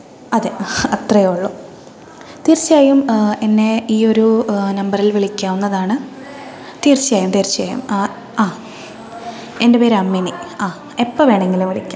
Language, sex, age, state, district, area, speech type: Malayalam, female, 18-30, Kerala, Thrissur, urban, spontaneous